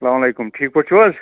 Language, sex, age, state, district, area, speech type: Kashmiri, male, 18-30, Jammu and Kashmir, Budgam, rural, conversation